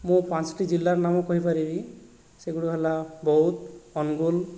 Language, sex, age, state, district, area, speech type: Odia, male, 45-60, Odisha, Boudh, rural, spontaneous